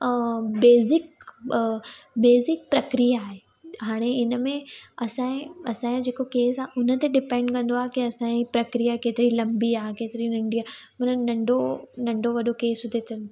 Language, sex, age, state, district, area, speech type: Sindhi, female, 18-30, Gujarat, Surat, urban, spontaneous